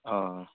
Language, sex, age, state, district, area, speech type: Manipuri, male, 45-60, Manipur, Churachandpur, rural, conversation